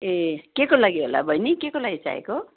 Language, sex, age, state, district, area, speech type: Nepali, female, 60+, West Bengal, Darjeeling, rural, conversation